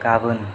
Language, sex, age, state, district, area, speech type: Bodo, male, 18-30, Assam, Chirang, urban, spontaneous